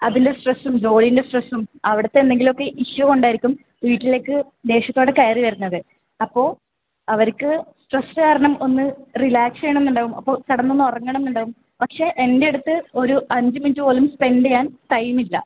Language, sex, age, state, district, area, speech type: Malayalam, female, 18-30, Kerala, Kasaragod, rural, conversation